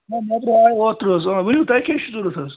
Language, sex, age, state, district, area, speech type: Kashmiri, male, 30-45, Jammu and Kashmir, Kupwara, rural, conversation